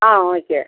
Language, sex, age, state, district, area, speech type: Tamil, female, 45-60, Tamil Nadu, Cuddalore, rural, conversation